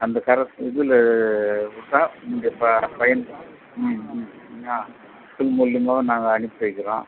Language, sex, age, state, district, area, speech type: Tamil, male, 60+, Tamil Nadu, Vellore, rural, conversation